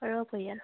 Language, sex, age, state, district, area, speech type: Assamese, female, 18-30, Assam, Dibrugarh, rural, conversation